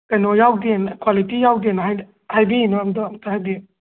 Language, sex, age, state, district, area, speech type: Manipuri, male, 45-60, Manipur, Thoubal, rural, conversation